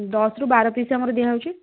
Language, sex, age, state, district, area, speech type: Odia, female, 18-30, Odisha, Kendujhar, urban, conversation